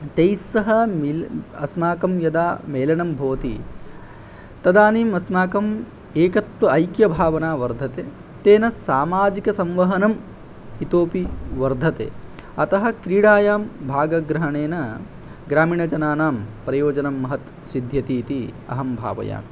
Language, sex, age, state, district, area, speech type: Sanskrit, male, 18-30, Odisha, Angul, rural, spontaneous